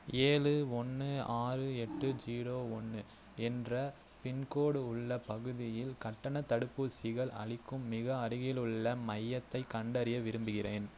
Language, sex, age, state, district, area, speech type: Tamil, male, 30-45, Tamil Nadu, Ariyalur, rural, read